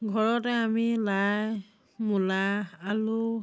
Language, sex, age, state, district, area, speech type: Assamese, female, 45-60, Assam, Dhemaji, rural, spontaneous